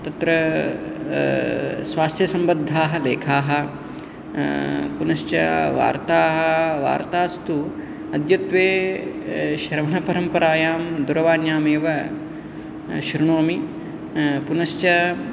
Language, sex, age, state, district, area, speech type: Sanskrit, male, 18-30, Andhra Pradesh, Guntur, urban, spontaneous